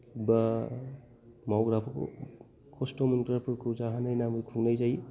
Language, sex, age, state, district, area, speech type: Bodo, male, 30-45, Assam, Kokrajhar, rural, spontaneous